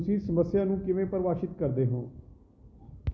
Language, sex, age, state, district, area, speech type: Punjabi, male, 30-45, Punjab, Kapurthala, urban, read